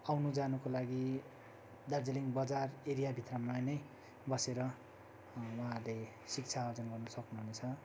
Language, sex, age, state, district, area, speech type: Nepali, male, 30-45, West Bengal, Darjeeling, rural, spontaneous